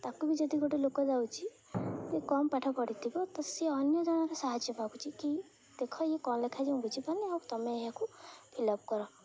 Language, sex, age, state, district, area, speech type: Odia, female, 18-30, Odisha, Jagatsinghpur, rural, spontaneous